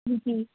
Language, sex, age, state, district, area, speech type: Urdu, female, 18-30, Delhi, Central Delhi, urban, conversation